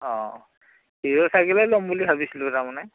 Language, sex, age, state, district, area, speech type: Assamese, male, 60+, Assam, Dhemaji, rural, conversation